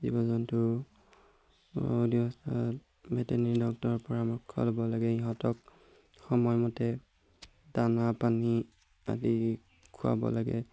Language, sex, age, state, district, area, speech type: Assamese, male, 18-30, Assam, Golaghat, rural, spontaneous